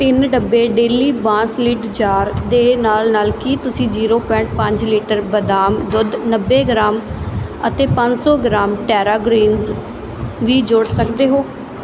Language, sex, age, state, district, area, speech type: Punjabi, female, 18-30, Punjab, Muktsar, urban, read